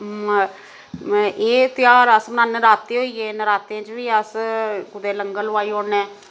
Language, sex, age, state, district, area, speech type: Dogri, female, 45-60, Jammu and Kashmir, Samba, rural, spontaneous